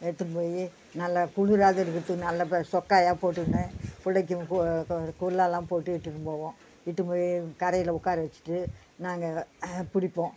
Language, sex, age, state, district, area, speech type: Tamil, female, 60+, Tamil Nadu, Viluppuram, rural, spontaneous